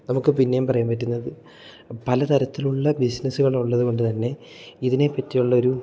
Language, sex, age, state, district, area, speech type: Malayalam, male, 18-30, Kerala, Idukki, rural, spontaneous